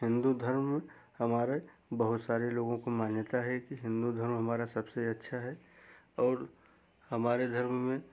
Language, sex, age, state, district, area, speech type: Hindi, male, 30-45, Uttar Pradesh, Jaunpur, rural, spontaneous